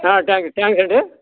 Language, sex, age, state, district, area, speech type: Telugu, male, 60+, Andhra Pradesh, Sri Balaji, urban, conversation